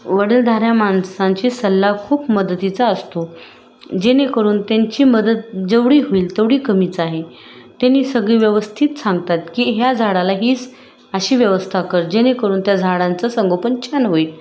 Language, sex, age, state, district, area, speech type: Marathi, female, 30-45, Maharashtra, Osmanabad, rural, spontaneous